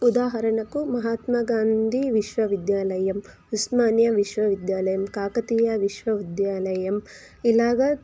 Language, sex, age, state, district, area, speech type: Telugu, female, 18-30, Telangana, Hyderabad, urban, spontaneous